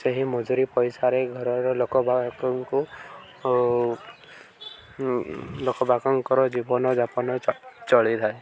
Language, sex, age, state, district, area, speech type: Odia, male, 18-30, Odisha, Koraput, urban, spontaneous